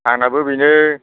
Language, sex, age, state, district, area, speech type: Bodo, male, 60+, Assam, Chirang, rural, conversation